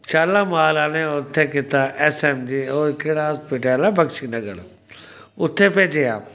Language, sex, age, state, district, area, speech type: Dogri, male, 45-60, Jammu and Kashmir, Samba, rural, spontaneous